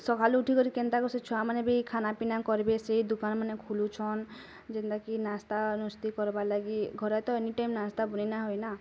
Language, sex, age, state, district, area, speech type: Odia, female, 18-30, Odisha, Bargarh, rural, spontaneous